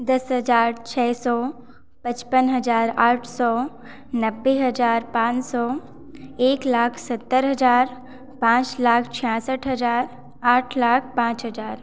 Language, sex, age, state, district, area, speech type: Hindi, female, 18-30, Madhya Pradesh, Hoshangabad, rural, spontaneous